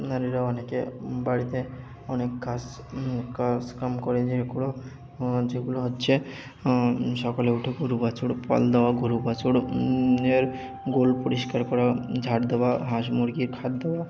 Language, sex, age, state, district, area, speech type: Bengali, male, 45-60, West Bengal, Birbhum, urban, spontaneous